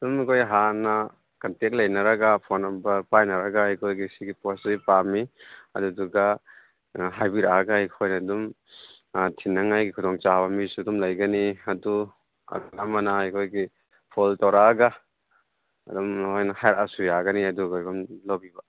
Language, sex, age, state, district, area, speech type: Manipuri, male, 45-60, Manipur, Churachandpur, rural, conversation